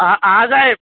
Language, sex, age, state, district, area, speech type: Gujarati, male, 45-60, Gujarat, Aravalli, urban, conversation